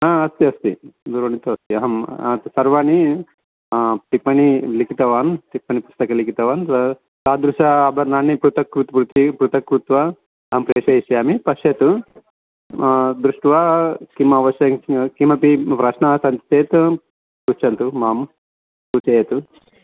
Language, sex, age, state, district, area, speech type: Sanskrit, male, 45-60, Telangana, Karimnagar, urban, conversation